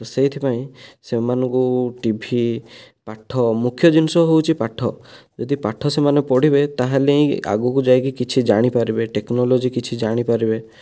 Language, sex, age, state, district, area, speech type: Odia, male, 30-45, Odisha, Kandhamal, rural, spontaneous